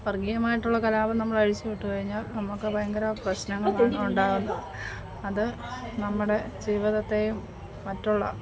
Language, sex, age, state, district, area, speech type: Malayalam, female, 30-45, Kerala, Pathanamthitta, rural, spontaneous